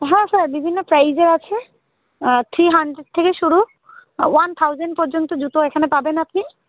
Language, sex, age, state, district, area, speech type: Bengali, female, 18-30, West Bengal, Cooch Behar, urban, conversation